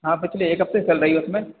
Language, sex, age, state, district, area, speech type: Hindi, male, 30-45, Madhya Pradesh, Hoshangabad, rural, conversation